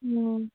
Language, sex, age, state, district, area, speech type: Bengali, female, 30-45, West Bengal, Darjeeling, urban, conversation